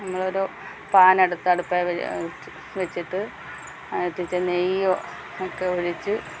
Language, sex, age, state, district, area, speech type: Malayalam, female, 60+, Kerala, Alappuzha, rural, spontaneous